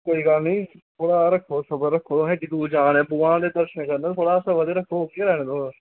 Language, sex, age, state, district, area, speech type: Dogri, male, 18-30, Jammu and Kashmir, Kathua, rural, conversation